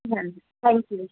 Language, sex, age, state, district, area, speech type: Bengali, female, 18-30, West Bengal, Darjeeling, rural, conversation